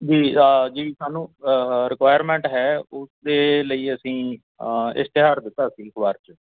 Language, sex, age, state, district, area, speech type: Punjabi, male, 45-60, Punjab, Barnala, urban, conversation